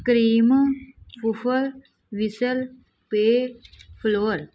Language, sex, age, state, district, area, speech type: Punjabi, female, 18-30, Punjab, Barnala, rural, spontaneous